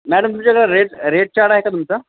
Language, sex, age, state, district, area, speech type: Marathi, male, 45-60, Maharashtra, Nanded, rural, conversation